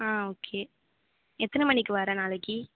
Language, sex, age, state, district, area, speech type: Tamil, female, 18-30, Tamil Nadu, Mayiladuthurai, urban, conversation